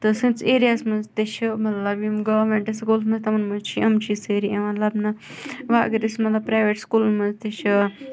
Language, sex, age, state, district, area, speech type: Kashmiri, female, 18-30, Jammu and Kashmir, Kupwara, urban, spontaneous